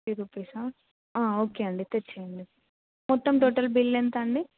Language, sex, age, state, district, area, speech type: Telugu, female, 18-30, Telangana, Adilabad, urban, conversation